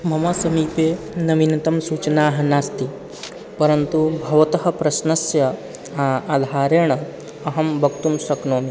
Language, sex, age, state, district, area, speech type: Sanskrit, male, 18-30, Bihar, East Champaran, rural, spontaneous